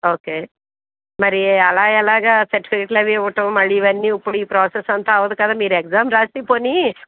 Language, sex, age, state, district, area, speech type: Telugu, female, 60+, Andhra Pradesh, Eluru, urban, conversation